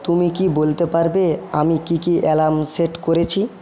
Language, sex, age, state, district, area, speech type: Bengali, male, 45-60, West Bengal, Paschim Medinipur, rural, read